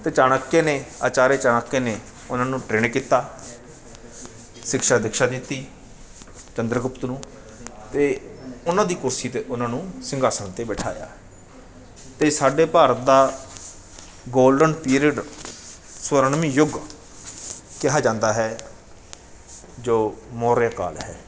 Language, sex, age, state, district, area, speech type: Punjabi, male, 45-60, Punjab, Bathinda, urban, spontaneous